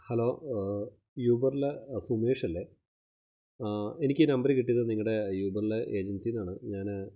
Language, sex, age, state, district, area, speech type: Malayalam, male, 30-45, Kerala, Idukki, rural, spontaneous